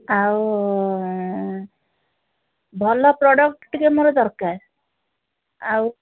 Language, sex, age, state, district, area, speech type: Odia, female, 30-45, Odisha, Kendrapara, urban, conversation